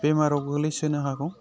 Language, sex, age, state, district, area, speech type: Bodo, male, 30-45, Assam, Udalguri, rural, spontaneous